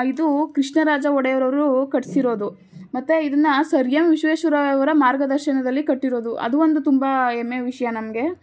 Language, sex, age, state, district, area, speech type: Kannada, female, 18-30, Karnataka, Tumkur, urban, spontaneous